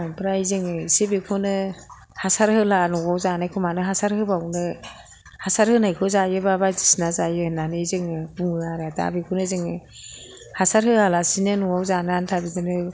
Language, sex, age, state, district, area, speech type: Bodo, female, 60+, Assam, Kokrajhar, rural, spontaneous